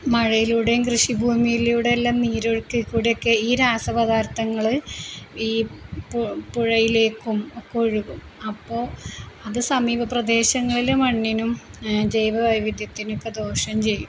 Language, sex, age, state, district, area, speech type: Malayalam, female, 30-45, Kerala, Palakkad, rural, spontaneous